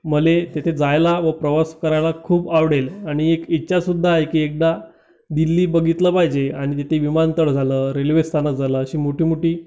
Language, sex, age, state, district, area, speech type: Marathi, male, 30-45, Maharashtra, Amravati, rural, spontaneous